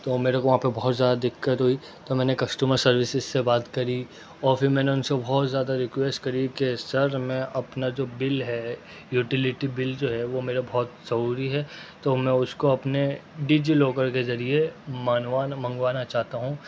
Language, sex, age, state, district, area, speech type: Urdu, male, 18-30, Delhi, North West Delhi, urban, spontaneous